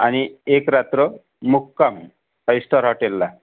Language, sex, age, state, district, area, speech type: Marathi, male, 45-60, Maharashtra, Amravati, rural, conversation